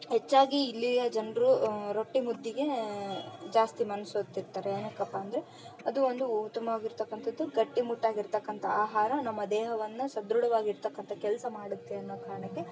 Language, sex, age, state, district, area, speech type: Kannada, female, 30-45, Karnataka, Vijayanagara, rural, spontaneous